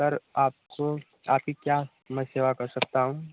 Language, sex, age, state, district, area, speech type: Hindi, male, 30-45, Uttar Pradesh, Mau, rural, conversation